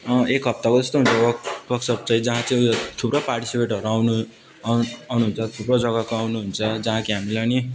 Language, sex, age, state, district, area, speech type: Nepali, male, 18-30, West Bengal, Jalpaiguri, rural, spontaneous